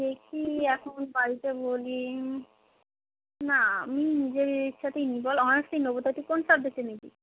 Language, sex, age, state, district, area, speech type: Bengali, female, 45-60, West Bengal, South 24 Parganas, rural, conversation